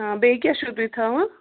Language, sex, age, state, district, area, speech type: Kashmiri, female, 30-45, Jammu and Kashmir, Ganderbal, rural, conversation